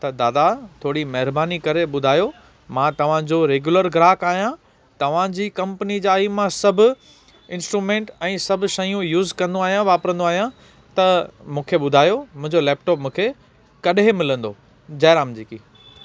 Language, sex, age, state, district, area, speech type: Sindhi, male, 30-45, Gujarat, Kutch, urban, spontaneous